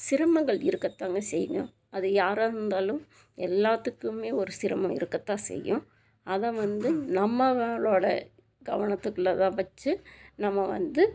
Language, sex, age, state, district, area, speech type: Tamil, female, 45-60, Tamil Nadu, Tiruppur, rural, spontaneous